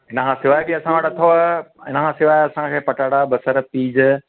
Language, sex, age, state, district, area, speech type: Sindhi, male, 45-60, Gujarat, Kutch, rural, conversation